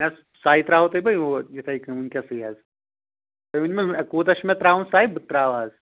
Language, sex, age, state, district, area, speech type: Kashmiri, male, 30-45, Jammu and Kashmir, Anantnag, rural, conversation